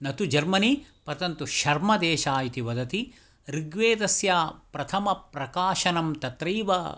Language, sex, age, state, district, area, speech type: Sanskrit, male, 60+, Karnataka, Tumkur, urban, spontaneous